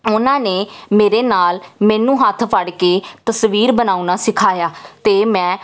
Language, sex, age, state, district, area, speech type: Punjabi, female, 18-30, Punjab, Jalandhar, urban, spontaneous